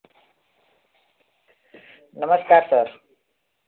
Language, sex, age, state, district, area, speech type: Hindi, male, 18-30, Uttar Pradesh, Varanasi, urban, conversation